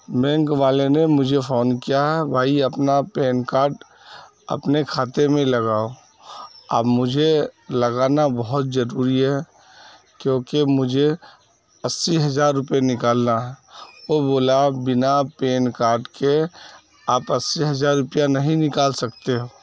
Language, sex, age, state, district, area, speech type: Urdu, male, 30-45, Bihar, Saharsa, rural, spontaneous